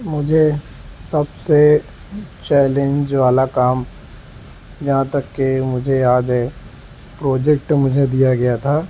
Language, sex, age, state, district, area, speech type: Urdu, male, 18-30, Maharashtra, Nashik, urban, spontaneous